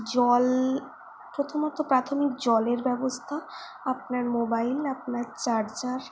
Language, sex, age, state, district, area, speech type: Bengali, female, 18-30, West Bengal, Purulia, urban, spontaneous